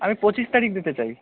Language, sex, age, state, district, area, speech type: Bengali, male, 18-30, West Bengal, Jalpaiguri, rural, conversation